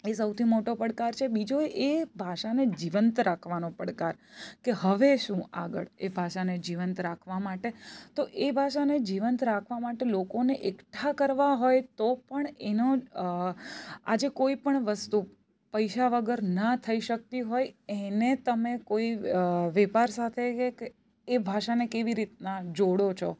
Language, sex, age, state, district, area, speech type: Gujarati, female, 30-45, Gujarat, Surat, rural, spontaneous